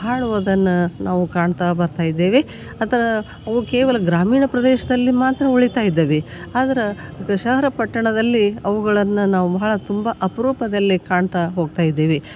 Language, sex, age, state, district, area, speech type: Kannada, female, 60+, Karnataka, Gadag, rural, spontaneous